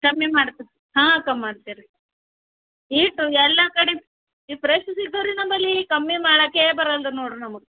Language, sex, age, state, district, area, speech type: Kannada, female, 18-30, Karnataka, Bidar, urban, conversation